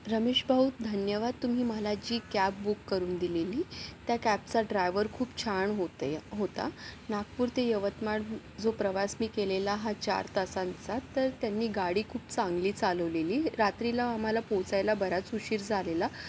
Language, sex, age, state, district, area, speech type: Marathi, female, 30-45, Maharashtra, Yavatmal, urban, spontaneous